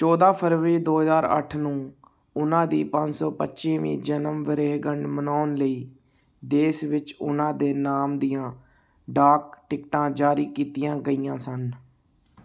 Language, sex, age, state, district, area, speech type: Punjabi, male, 18-30, Punjab, Gurdaspur, urban, read